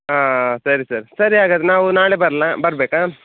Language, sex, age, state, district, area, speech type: Kannada, male, 18-30, Karnataka, Dakshina Kannada, urban, conversation